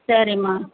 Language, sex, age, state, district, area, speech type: Tamil, female, 60+, Tamil Nadu, Perambalur, rural, conversation